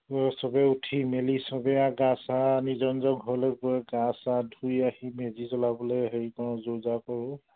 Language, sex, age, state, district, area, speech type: Assamese, male, 45-60, Assam, Charaideo, rural, conversation